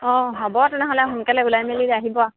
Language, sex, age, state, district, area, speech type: Assamese, female, 30-45, Assam, Sivasagar, rural, conversation